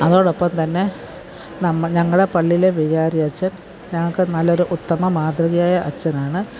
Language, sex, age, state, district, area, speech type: Malayalam, female, 45-60, Kerala, Pathanamthitta, rural, spontaneous